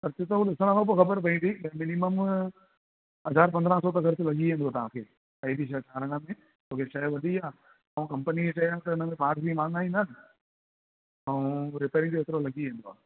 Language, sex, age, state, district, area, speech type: Sindhi, male, 30-45, Gujarat, Surat, urban, conversation